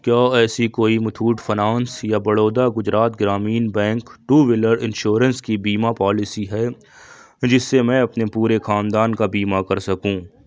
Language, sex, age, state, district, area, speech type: Urdu, male, 18-30, Uttar Pradesh, Lucknow, rural, read